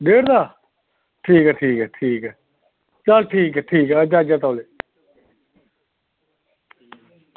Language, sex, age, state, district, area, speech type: Dogri, male, 45-60, Jammu and Kashmir, Samba, rural, conversation